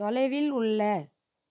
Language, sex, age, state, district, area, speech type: Tamil, female, 45-60, Tamil Nadu, Tiruvannamalai, rural, read